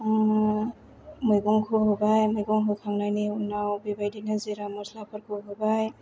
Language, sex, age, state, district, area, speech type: Bodo, female, 30-45, Assam, Chirang, rural, spontaneous